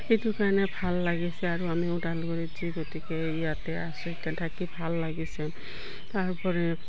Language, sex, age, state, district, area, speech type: Assamese, female, 60+, Assam, Udalguri, rural, spontaneous